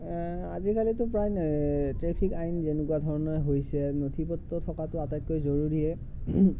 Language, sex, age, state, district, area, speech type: Assamese, male, 18-30, Assam, Morigaon, rural, spontaneous